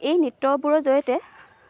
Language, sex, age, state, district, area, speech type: Assamese, female, 18-30, Assam, Lakhimpur, rural, spontaneous